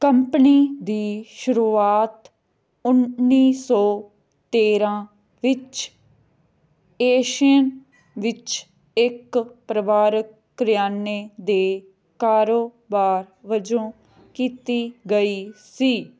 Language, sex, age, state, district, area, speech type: Punjabi, female, 18-30, Punjab, Firozpur, rural, read